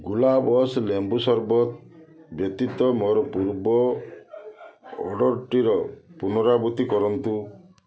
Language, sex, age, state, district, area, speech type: Odia, male, 45-60, Odisha, Balasore, rural, read